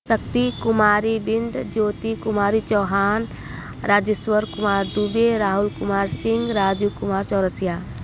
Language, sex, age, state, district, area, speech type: Hindi, female, 30-45, Uttar Pradesh, Mirzapur, rural, spontaneous